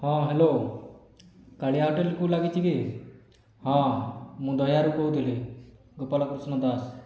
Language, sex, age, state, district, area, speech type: Odia, male, 18-30, Odisha, Boudh, rural, spontaneous